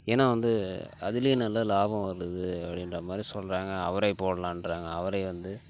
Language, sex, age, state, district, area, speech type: Tamil, male, 30-45, Tamil Nadu, Tiruchirappalli, rural, spontaneous